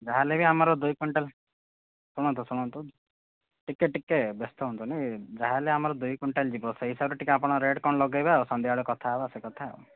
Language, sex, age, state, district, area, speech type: Odia, male, 18-30, Odisha, Bhadrak, rural, conversation